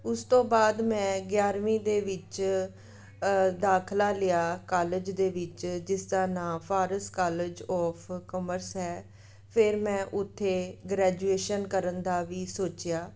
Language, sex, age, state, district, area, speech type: Punjabi, female, 30-45, Punjab, Amritsar, rural, spontaneous